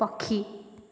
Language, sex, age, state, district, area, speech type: Odia, female, 18-30, Odisha, Puri, urban, read